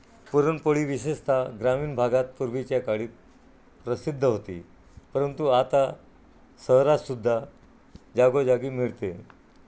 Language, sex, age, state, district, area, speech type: Marathi, male, 60+, Maharashtra, Nagpur, urban, spontaneous